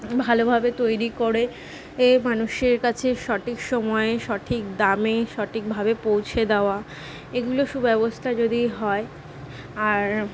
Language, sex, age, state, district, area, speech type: Bengali, female, 18-30, West Bengal, Kolkata, urban, spontaneous